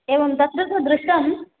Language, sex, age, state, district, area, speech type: Sanskrit, female, 18-30, Odisha, Jagatsinghpur, urban, conversation